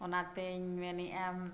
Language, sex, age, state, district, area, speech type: Santali, female, 45-60, Jharkhand, Bokaro, rural, spontaneous